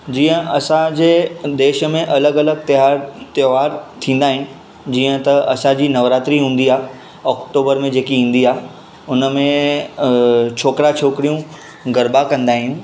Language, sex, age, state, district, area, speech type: Sindhi, male, 18-30, Maharashtra, Mumbai Suburban, urban, spontaneous